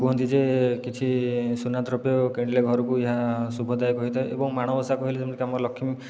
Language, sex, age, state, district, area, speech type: Odia, male, 30-45, Odisha, Khordha, rural, spontaneous